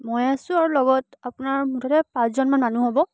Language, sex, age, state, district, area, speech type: Assamese, female, 18-30, Assam, Charaideo, urban, spontaneous